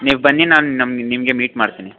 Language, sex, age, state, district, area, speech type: Kannada, male, 18-30, Karnataka, Mysore, urban, conversation